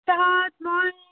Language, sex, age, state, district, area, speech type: Assamese, female, 30-45, Assam, Nagaon, rural, conversation